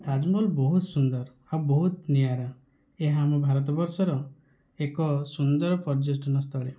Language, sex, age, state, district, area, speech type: Odia, male, 30-45, Odisha, Kandhamal, rural, spontaneous